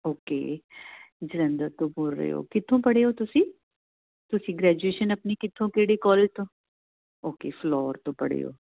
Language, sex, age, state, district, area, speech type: Punjabi, female, 45-60, Punjab, Jalandhar, urban, conversation